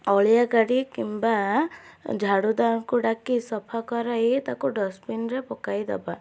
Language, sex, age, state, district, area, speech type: Odia, female, 18-30, Odisha, Cuttack, urban, spontaneous